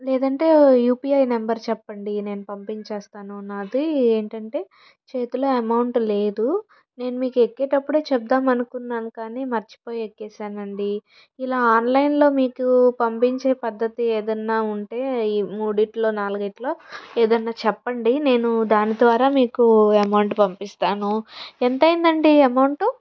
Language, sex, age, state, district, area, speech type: Telugu, female, 30-45, Andhra Pradesh, Guntur, rural, spontaneous